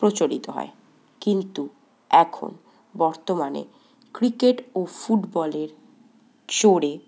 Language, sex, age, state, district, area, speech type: Bengali, female, 18-30, West Bengal, Paschim Bardhaman, urban, spontaneous